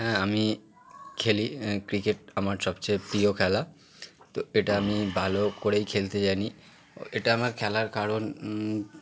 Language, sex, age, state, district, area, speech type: Bengali, male, 18-30, West Bengal, Howrah, urban, spontaneous